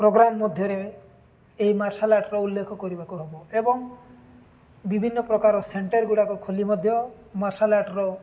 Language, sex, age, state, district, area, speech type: Odia, male, 18-30, Odisha, Nabarangpur, urban, spontaneous